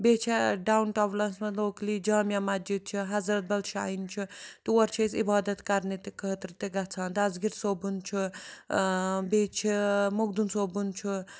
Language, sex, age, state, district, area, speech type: Kashmiri, female, 30-45, Jammu and Kashmir, Srinagar, urban, spontaneous